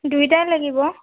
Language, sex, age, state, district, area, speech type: Assamese, female, 18-30, Assam, Dhemaji, urban, conversation